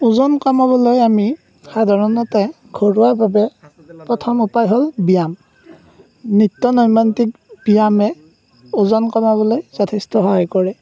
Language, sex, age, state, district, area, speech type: Assamese, male, 18-30, Assam, Darrang, rural, spontaneous